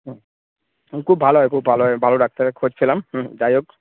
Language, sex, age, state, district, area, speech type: Bengali, male, 18-30, West Bengal, Cooch Behar, urban, conversation